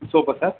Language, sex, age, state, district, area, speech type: Tamil, male, 18-30, Tamil Nadu, Viluppuram, urban, conversation